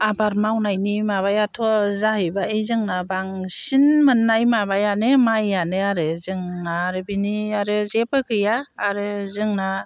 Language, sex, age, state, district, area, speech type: Bodo, female, 60+, Assam, Chirang, rural, spontaneous